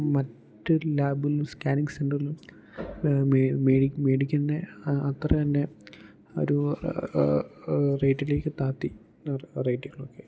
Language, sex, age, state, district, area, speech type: Malayalam, male, 18-30, Kerala, Idukki, rural, spontaneous